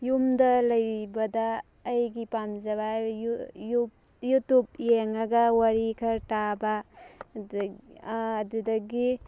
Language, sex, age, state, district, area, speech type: Manipuri, female, 18-30, Manipur, Thoubal, rural, spontaneous